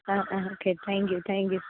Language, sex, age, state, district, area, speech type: Malayalam, female, 18-30, Kerala, Pathanamthitta, rural, conversation